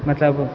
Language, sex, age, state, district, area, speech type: Maithili, male, 18-30, Bihar, Purnia, urban, spontaneous